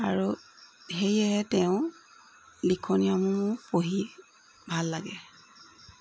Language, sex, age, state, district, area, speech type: Assamese, female, 45-60, Assam, Jorhat, urban, spontaneous